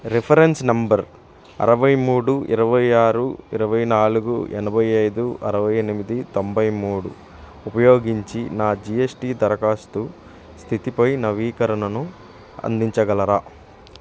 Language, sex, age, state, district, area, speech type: Telugu, male, 30-45, Andhra Pradesh, Bapatla, urban, read